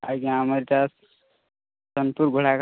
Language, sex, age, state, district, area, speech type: Odia, male, 18-30, Odisha, Subarnapur, urban, conversation